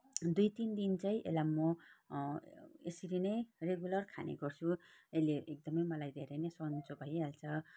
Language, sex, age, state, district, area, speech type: Nepali, female, 30-45, West Bengal, Kalimpong, rural, spontaneous